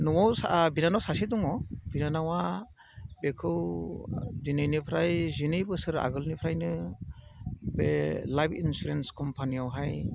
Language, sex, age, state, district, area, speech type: Bodo, male, 45-60, Assam, Udalguri, rural, spontaneous